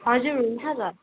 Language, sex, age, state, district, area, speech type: Nepali, female, 18-30, West Bengal, Darjeeling, rural, conversation